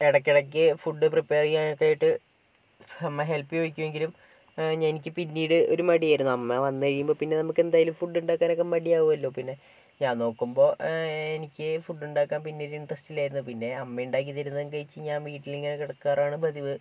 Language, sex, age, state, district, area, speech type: Malayalam, male, 18-30, Kerala, Kozhikode, urban, spontaneous